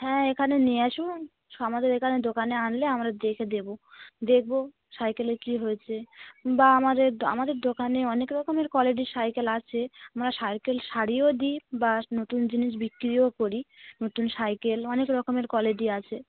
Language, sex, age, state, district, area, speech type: Bengali, female, 45-60, West Bengal, Dakshin Dinajpur, urban, conversation